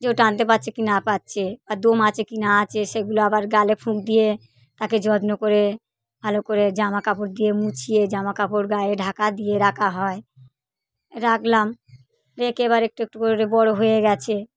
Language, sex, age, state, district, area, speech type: Bengali, female, 45-60, West Bengal, South 24 Parganas, rural, spontaneous